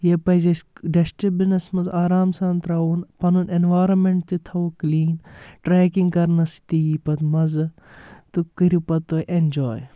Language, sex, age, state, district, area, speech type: Kashmiri, female, 18-30, Jammu and Kashmir, Anantnag, rural, spontaneous